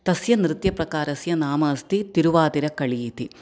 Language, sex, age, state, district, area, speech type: Sanskrit, female, 30-45, Kerala, Ernakulam, urban, spontaneous